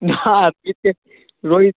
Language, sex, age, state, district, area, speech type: Bengali, male, 18-30, West Bengal, South 24 Parganas, rural, conversation